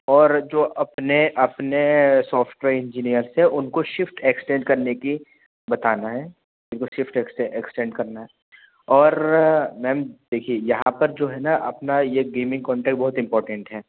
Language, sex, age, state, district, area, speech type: Hindi, male, 18-30, Madhya Pradesh, Betul, urban, conversation